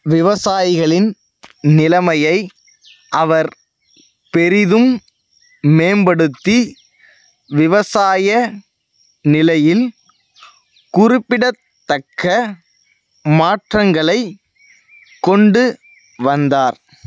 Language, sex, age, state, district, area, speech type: Tamil, male, 18-30, Tamil Nadu, Nagapattinam, rural, read